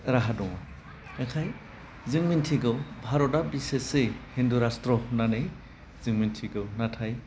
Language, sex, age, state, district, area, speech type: Bodo, male, 45-60, Assam, Udalguri, urban, spontaneous